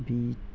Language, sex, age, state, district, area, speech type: Bengali, male, 18-30, West Bengal, Malda, urban, spontaneous